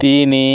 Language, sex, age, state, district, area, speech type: Odia, male, 30-45, Odisha, Kalahandi, rural, read